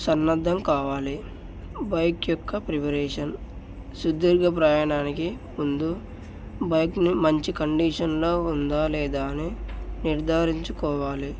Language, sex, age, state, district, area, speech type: Telugu, male, 18-30, Telangana, Narayanpet, urban, spontaneous